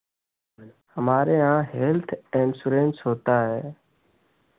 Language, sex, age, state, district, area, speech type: Hindi, male, 30-45, Uttar Pradesh, Ghazipur, rural, conversation